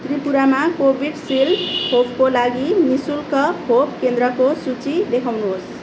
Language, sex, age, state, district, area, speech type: Nepali, female, 30-45, West Bengal, Darjeeling, rural, read